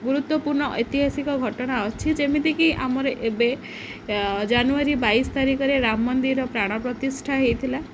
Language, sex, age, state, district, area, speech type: Odia, female, 18-30, Odisha, Jagatsinghpur, rural, spontaneous